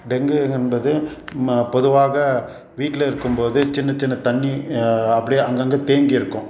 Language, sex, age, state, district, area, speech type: Tamil, male, 45-60, Tamil Nadu, Salem, urban, spontaneous